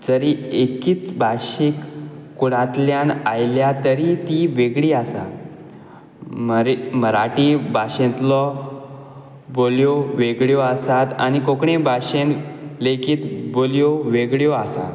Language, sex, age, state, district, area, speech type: Goan Konkani, male, 18-30, Goa, Quepem, rural, spontaneous